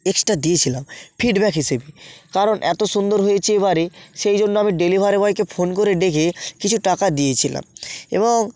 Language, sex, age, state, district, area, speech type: Bengali, male, 30-45, West Bengal, North 24 Parganas, rural, spontaneous